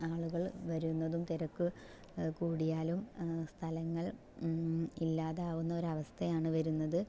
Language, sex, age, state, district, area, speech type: Malayalam, female, 18-30, Kerala, Palakkad, rural, spontaneous